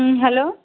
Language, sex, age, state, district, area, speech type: Bengali, female, 45-60, West Bengal, Malda, rural, conversation